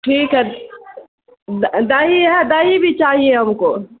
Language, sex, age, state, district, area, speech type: Urdu, female, 45-60, Bihar, Khagaria, rural, conversation